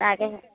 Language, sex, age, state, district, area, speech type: Assamese, female, 30-45, Assam, Lakhimpur, rural, conversation